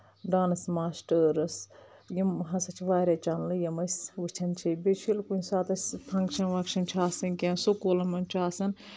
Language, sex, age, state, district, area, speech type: Kashmiri, female, 30-45, Jammu and Kashmir, Anantnag, rural, spontaneous